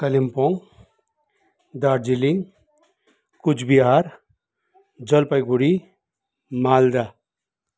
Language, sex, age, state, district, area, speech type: Nepali, male, 45-60, West Bengal, Kalimpong, rural, spontaneous